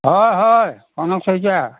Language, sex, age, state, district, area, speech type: Assamese, male, 60+, Assam, Dhemaji, rural, conversation